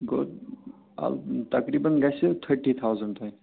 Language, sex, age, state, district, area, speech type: Kashmiri, male, 30-45, Jammu and Kashmir, Srinagar, urban, conversation